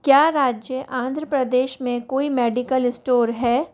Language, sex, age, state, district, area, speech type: Hindi, female, 30-45, Rajasthan, Jaipur, urban, read